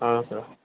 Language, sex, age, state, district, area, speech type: Tamil, male, 18-30, Tamil Nadu, Vellore, urban, conversation